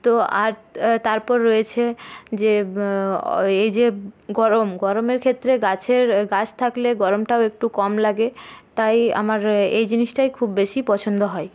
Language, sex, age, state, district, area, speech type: Bengali, female, 18-30, West Bengal, Paschim Bardhaman, urban, spontaneous